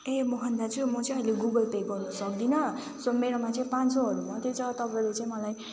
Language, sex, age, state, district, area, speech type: Nepali, female, 18-30, West Bengal, Kalimpong, rural, spontaneous